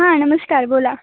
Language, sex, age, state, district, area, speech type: Marathi, female, 18-30, Maharashtra, Ratnagiri, urban, conversation